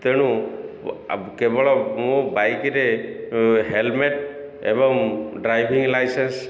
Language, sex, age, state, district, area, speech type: Odia, male, 45-60, Odisha, Ganjam, urban, spontaneous